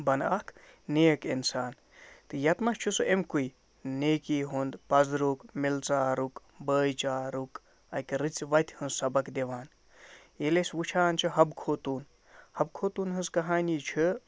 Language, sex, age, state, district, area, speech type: Kashmiri, male, 60+, Jammu and Kashmir, Ganderbal, rural, spontaneous